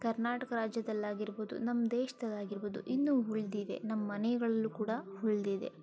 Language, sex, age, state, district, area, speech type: Kannada, female, 45-60, Karnataka, Chikkaballapur, rural, spontaneous